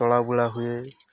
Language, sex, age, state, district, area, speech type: Odia, male, 18-30, Odisha, Malkangiri, rural, spontaneous